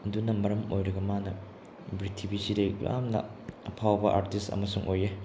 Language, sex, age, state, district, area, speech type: Manipuri, male, 18-30, Manipur, Chandel, rural, spontaneous